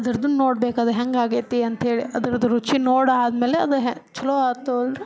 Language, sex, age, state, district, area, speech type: Kannada, female, 30-45, Karnataka, Gadag, rural, spontaneous